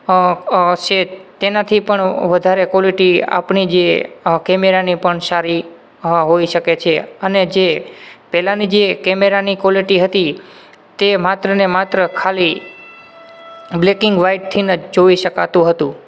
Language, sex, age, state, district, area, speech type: Gujarati, male, 18-30, Gujarat, Morbi, rural, spontaneous